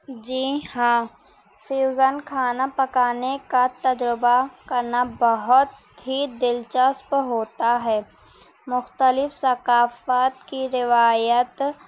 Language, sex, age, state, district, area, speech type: Urdu, female, 18-30, Maharashtra, Nashik, urban, spontaneous